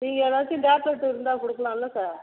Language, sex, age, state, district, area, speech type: Tamil, female, 45-60, Tamil Nadu, Tiruchirappalli, rural, conversation